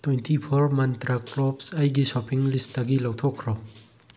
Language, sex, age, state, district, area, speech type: Manipuri, male, 18-30, Manipur, Bishnupur, rural, read